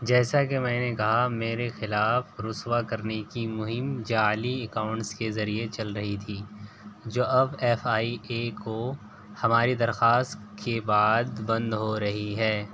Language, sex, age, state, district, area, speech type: Urdu, male, 18-30, Uttar Pradesh, Siddharthnagar, rural, read